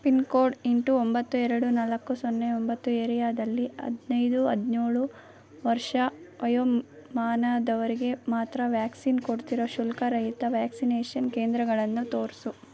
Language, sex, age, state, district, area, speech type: Kannada, female, 18-30, Karnataka, Kolar, rural, read